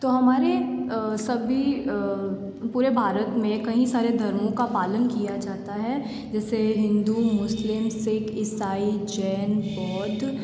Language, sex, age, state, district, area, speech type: Hindi, female, 18-30, Rajasthan, Jodhpur, urban, spontaneous